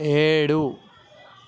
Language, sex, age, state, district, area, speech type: Telugu, male, 18-30, Telangana, Ranga Reddy, urban, read